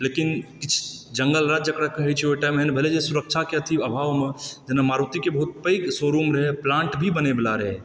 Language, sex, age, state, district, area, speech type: Maithili, male, 18-30, Bihar, Supaul, urban, spontaneous